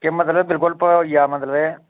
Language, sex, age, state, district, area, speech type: Dogri, male, 45-60, Jammu and Kashmir, Udhampur, urban, conversation